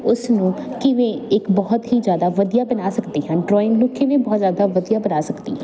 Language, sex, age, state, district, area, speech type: Punjabi, female, 18-30, Punjab, Jalandhar, urban, spontaneous